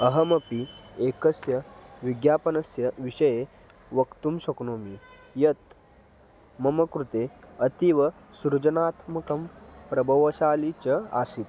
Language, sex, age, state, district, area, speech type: Sanskrit, male, 18-30, Maharashtra, Kolhapur, rural, spontaneous